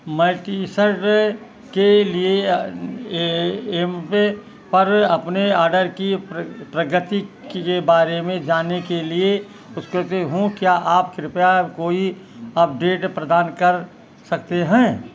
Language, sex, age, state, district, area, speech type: Hindi, male, 60+, Uttar Pradesh, Ayodhya, rural, read